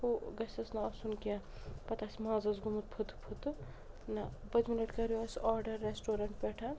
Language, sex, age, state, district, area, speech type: Kashmiri, female, 45-60, Jammu and Kashmir, Srinagar, urban, spontaneous